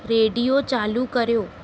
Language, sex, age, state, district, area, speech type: Sindhi, female, 18-30, Madhya Pradesh, Katni, urban, read